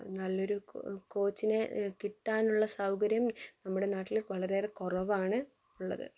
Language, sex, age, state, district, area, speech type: Malayalam, female, 18-30, Kerala, Wayanad, rural, spontaneous